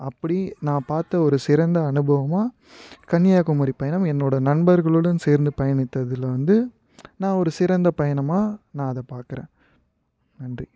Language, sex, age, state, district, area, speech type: Tamil, male, 18-30, Tamil Nadu, Tiruvannamalai, urban, spontaneous